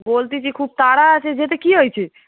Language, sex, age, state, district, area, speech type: Bengali, female, 18-30, West Bengal, Darjeeling, rural, conversation